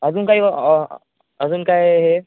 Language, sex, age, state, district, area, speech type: Marathi, male, 18-30, Maharashtra, Thane, urban, conversation